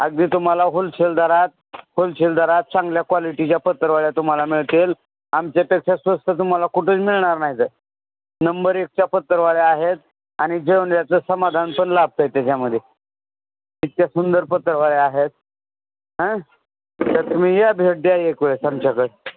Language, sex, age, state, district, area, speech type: Marathi, male, 60+, Maharashtra, Osmanabad, rural, conversation